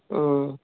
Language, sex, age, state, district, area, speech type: Kannada, female, 60+, Karnataka, Gulbarga, urban, conversation